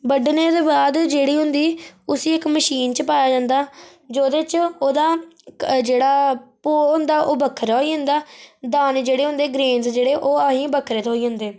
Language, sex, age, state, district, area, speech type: Dogri, female, 30-45, Jammu and Kashmir, Reasi, rural, spontaneous